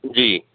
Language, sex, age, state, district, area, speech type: Urdu, male, 30-45, Telangana, Hyderabad, urban, conversation